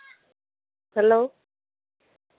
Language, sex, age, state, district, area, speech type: Santali, female, 30-45, West Bengal, Bankura, rural, conversation